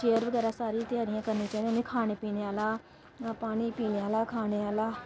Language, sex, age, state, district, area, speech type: Dogri, female, 18-30, Jammu and Kashmir, Samba, rural, spontaneous